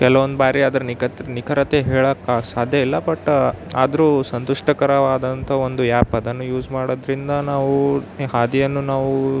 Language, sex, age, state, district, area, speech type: Kannada, male, 18-30, Karnataka, Yadgir, rural, spontaneous